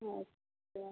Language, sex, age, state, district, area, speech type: Hindi, female, 30-45, Uttar Pradesh, Azamgarh, rural, conversation